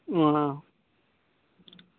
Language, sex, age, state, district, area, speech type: Assamese, male, 18-30, Assam, Charaideo, rural, conversation